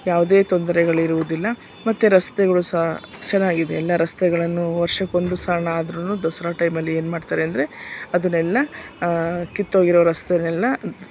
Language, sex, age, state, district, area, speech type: Kannada, female, 60+, Karnataka, Mysore, urban, spontaneous